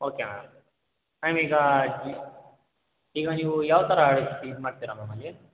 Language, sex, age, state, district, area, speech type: Kannada, male, 18-30, Karnataka, Mysore, urban, conversation